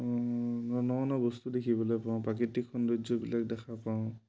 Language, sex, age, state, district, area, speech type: Assamese, male, 30-45, Assam, Majuli, urban, spontaneous